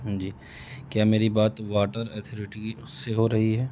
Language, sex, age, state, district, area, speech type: Urdu, male, 30-45, Bihar, Gaya, urban, spontaneous